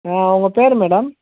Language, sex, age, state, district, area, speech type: Tamil, male, 45-60, Tamil Nadu, Tiruvannamalai, rural, conversation